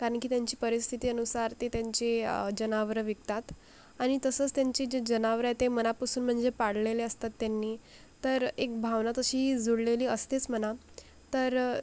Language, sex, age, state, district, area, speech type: Marathi, female, 18-30, Maharashtra, Akola, rural, spontaneous